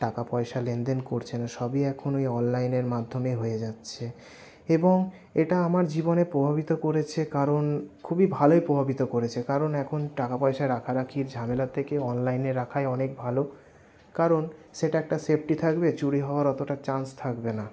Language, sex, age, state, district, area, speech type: Bengali, male, 18-30, West Bengal, Paschim Bardhaman, urban, spontaneous